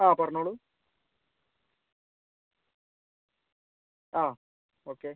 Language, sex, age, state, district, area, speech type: Malayalam, male, 18-30, Kerala, Kozhikode, urban, conversation